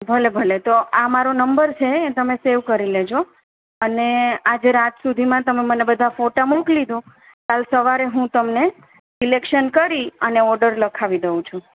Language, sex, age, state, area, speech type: Gujarati, female, 30-45, Gujarat, urban, conversation